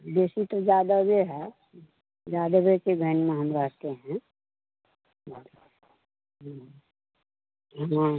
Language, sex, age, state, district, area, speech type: Hindi, female, 60+, Bihar, Madhepura, urban, conversation